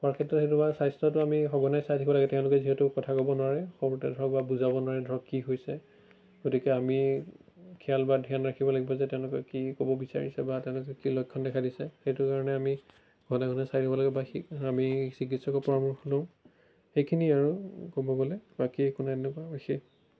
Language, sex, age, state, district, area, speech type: Assamese, male, 18-30, Assam, Biswanath, rural, spontaneous